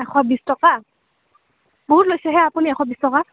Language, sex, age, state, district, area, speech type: Assamese, female, 18-30, Assam, Kamrup Metropolitan, urban, conversation